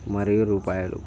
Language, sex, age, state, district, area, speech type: Telugu, male, 45-60, Andhra Pradesh, Visakhapatnam, urban, spontaneous